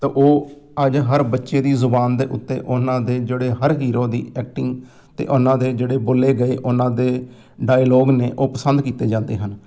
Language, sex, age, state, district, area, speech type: Punjabi, male, 45-60, Punjab, Amritsar, urban, spontaneous